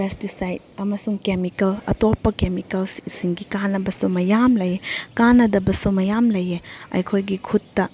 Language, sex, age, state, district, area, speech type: Manipuri, female, 30-45, Manipur, Chandel, rural, spontaneous